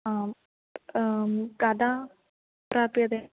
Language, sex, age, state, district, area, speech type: Sanskrit, female, 18-30, Kerala, Kannur, rural, conversation